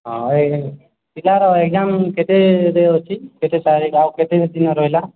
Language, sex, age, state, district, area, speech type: Odia, male, 18-30, Odisha, Balangir, urban, conversation